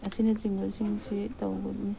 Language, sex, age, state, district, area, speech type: Manipuri, female, 45-60, Manipur, Imphal East, rural, spontaneous